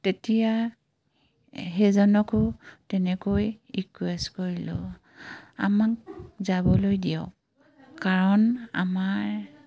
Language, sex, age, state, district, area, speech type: Assamese, female, 45-60, Assam, Dibrugarh, rural, spontaneous